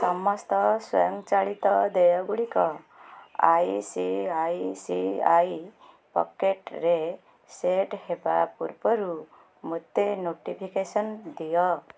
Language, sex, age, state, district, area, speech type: Odia, female, 30-45, Odisha, Kendujhar, urban, read